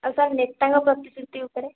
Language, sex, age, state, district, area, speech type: Odia, female, 18-30, Odisha, Khordha, rural, conversation